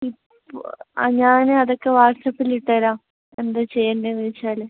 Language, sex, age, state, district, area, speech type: Malayalam, female, 18-30, Kerala, Wayanad, rural, conversation